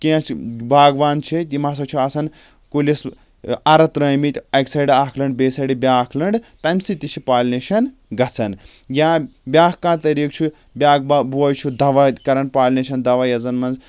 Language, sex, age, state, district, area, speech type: Kashmiri, male, 18-30, Jammu and Kashmir, Anantnag, rural, spontaneous